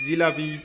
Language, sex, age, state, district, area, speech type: Bengali, male, 45-60, West Bengal, Birbhum, urban, spontaneous